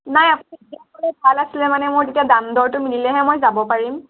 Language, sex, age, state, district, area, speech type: Assamese, male, 18-30, Assam, Morigaon, rural, conversation